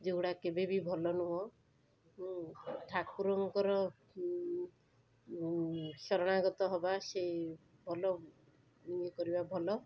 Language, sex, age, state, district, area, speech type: Odia, female, 30-45, Odisha, Cuttack, urban, spontaneous